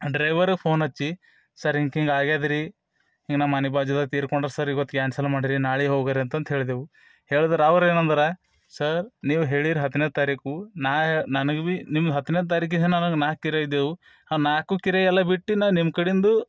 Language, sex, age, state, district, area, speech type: Kannada, male, 30-45, Karnataka, Bidar, urban, spontaneous